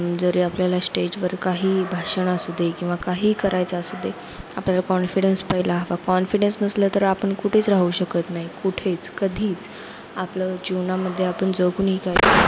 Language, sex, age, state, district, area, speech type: Marathi, female, 18-30, Maharashtra, Ratnagiri, rural, spontaneous